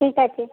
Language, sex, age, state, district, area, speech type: Bengali, female, 45-60, West Bengal, Uttar Dinajpur, urban, conversation